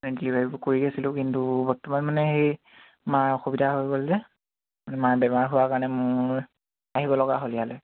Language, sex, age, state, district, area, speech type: Assamese, male, 18-30, Assam, Dibrugarh, urban, conversation